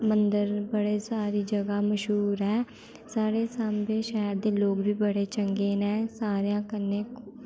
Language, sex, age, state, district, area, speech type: Dogri, female, 18-30, Jammu and Kashmir, Samba, rural, spontaneous